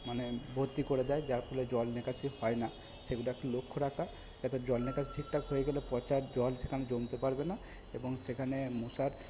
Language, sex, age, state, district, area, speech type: Bengali, male, 30-45, West Bengal, Purba Bardhaman, rural, spontaneous